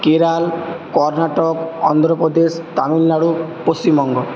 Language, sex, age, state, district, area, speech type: Bengali, male, 30-45, West Bengal, Purba Bardhaman, urban, spontaneous